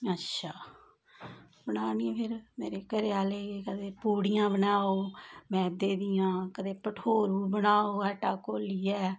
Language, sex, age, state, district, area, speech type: Dogri, female, 30-45, Jammu and Kashmir, Samba, rural, spontaneous